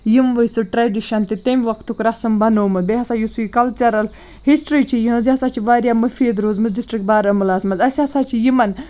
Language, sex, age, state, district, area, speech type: Kashmiri, female, 18-30, Jammu and Kashmir, Baramulla, rural, spontaneous